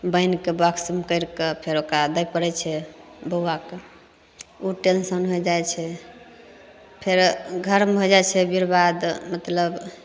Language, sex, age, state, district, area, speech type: Maithili, female, 30-45, Bihar, Begusarai, rural, spontaneous